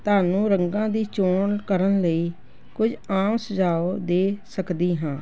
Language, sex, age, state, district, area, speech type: Punjabi, female, 60+, Punjab, Jalandhar, urban, spontaneous